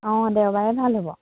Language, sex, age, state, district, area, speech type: Assamese, female, 18-30, Assam, Majuli, urban, conversation